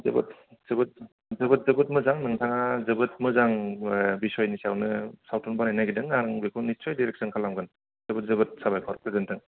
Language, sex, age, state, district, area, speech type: Bodo, male, 30-45, Assam, Udalguri, urban, conversation